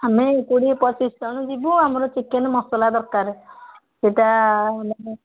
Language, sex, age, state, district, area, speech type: Odia, female, 60+, Odisha, Jharsuguda, rural, conversation